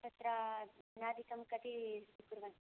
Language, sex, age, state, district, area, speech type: Sanskrit, female, 18-30, Karnataka, Chikkamagaluru, rural, conversation